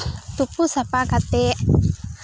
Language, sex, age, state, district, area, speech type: Santali, female, 18-30, West Bengal, Birbhum, rural, spontaneous